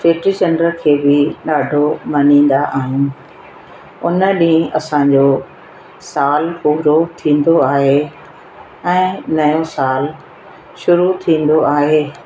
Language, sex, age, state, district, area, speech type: Sindhi, female, 60+, Madhya Pradesh, Katni, urban, spontaneous